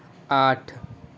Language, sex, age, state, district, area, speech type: Urdu, male, 18-30, Delhi, North West Delhi, urban, read